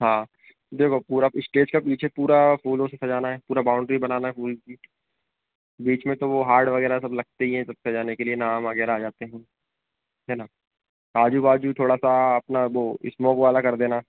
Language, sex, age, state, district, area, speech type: Hindi, male, 30-45, Madhya Pradesh, Harda, urban, conversation